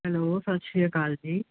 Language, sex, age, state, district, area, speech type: Punjabi, male, 18-30, Punjab, Kapurthala, urban, conversation